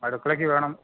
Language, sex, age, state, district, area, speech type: Malayalam, male, 60+, Kerala, Idukki, rural, conversation